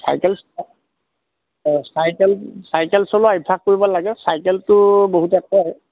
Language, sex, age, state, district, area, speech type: Assamese, male, 30-45, Assam, Lakhimpur, urban, conversation